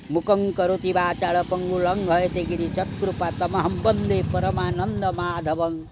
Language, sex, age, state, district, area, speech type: Odia, male, 60+, Odisha, Kendrapara, urban, spontaneous